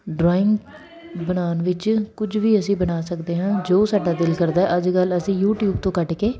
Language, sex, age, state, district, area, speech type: Punjabi, female, 30-45, Punjab, Kapurthala, urban, spontaneous